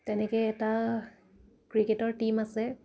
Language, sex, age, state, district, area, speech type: Assamese, female, 18-30, Assam, Dibrugarh, rural, spontaneous